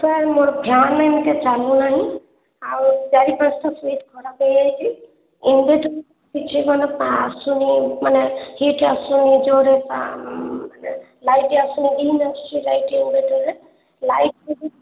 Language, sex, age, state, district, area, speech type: Odia, female, 30-45, Odisha, Khordha, rural, conversation